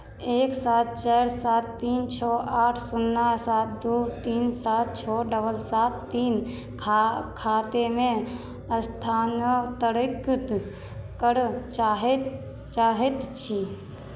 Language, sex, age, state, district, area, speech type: Maithili, female, 18-30, Bihar, Madhubani, rural, read